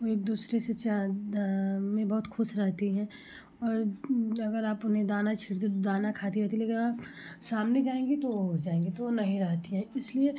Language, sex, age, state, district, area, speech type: Hindi, female, 30-45, Uttar Pradesh, Chandauli, rural, spontaneous